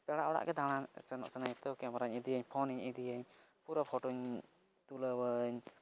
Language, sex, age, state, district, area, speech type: Santali, male, 18-30, Jharkhand, East Singhbhum, rural, spontaneous